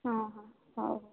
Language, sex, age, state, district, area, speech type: Odia, female, 18-30, Odisha, Rayagada, rural, conversation